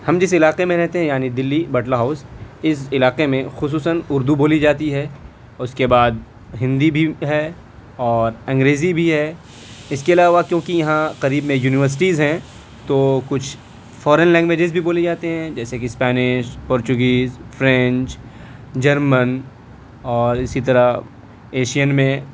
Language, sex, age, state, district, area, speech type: Urdu, male, 18-30, Delhi, South Delhi, urban, spontaneous